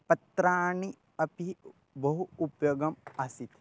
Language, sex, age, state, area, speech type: Sanskrit, male, 18-30, Maharashtra, rural, spontaneous